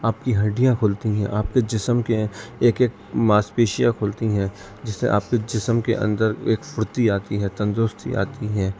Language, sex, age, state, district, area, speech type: Urdu, male, 18-30, Delhi, East Delhi, urban, spontaneous